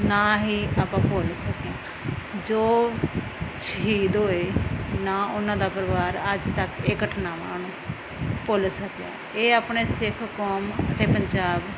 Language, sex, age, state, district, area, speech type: Punjabi, female, 30-45, Punjab, Firozpur, rural, spontaneous